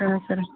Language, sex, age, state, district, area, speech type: Kannada, female, 30-45, Karnataka, Gulbarga, urban, conversation